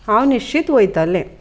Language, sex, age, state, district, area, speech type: Goan Konkani, female, 30-45, Goa, Sanguem, rural, spontaneous